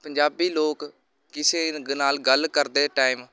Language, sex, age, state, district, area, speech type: Punjabi, male, 18-30, Punjab, Shaheed Bhagat Singh Nagar, urban, spontaneous